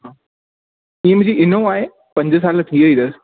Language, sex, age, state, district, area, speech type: Sindhi, male, 18-30, Maharashtra, Thane, urban, conversation